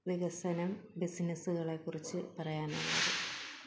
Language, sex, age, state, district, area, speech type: Malayalam, female, 30-45, Kerala, Thiruvananthapuram, rural, spontaneous